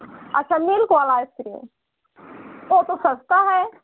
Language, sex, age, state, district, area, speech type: Hindi, female, 45-60, Uttar Pradesh, Pratapgarh, rural, conversation